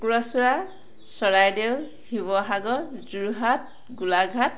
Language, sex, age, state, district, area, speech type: Assamese, female, 45-60, Assam, Charaideo, rural, spontaneous